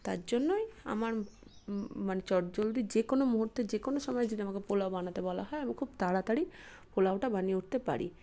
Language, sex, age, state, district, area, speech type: Bengali, female, 30-45, West Bengal, Paschim Bardhaman, urban, spontaneous